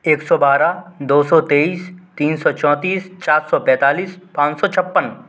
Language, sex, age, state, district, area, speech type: Hindi, male, 18-30, Madhya Pradesh, Gwalior, urban, spontaneous